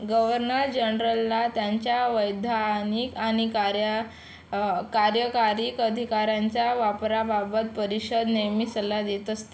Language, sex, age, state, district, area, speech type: Marathi, female, 18-30, Maharashtra, Yavatmal, rural, read